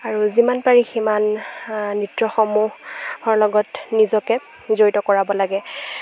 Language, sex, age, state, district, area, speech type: Assamese, female, 18-30, Assam, Lakhimpur, rural, spontaneous